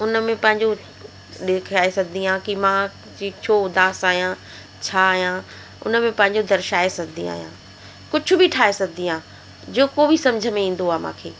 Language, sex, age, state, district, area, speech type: Sindhi, female, 45-60, Delhi, South Delhi, urban, spontaneous